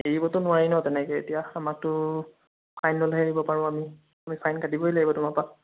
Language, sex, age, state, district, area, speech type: Assamese, male, 18-30, Assam, Sonitpur, rural, conversation